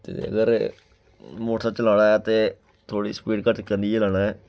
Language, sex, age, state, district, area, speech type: Dogri, male, 18-30, Jammu and Kashmir, Kathua, rural, spontaneous